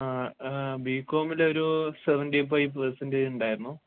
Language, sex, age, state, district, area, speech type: Malayalam, male, 45-60, Kerala, Palakkad, urban, conversation